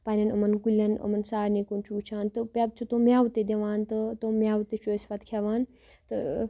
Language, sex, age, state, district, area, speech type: Kashmiri, female, 18-30, Jammu and Kashmir, Baramulla, rural, spontaneous